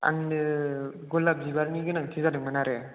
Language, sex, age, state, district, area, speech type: Bodo, male, 18-30, Assam, Chirang, rural, conversation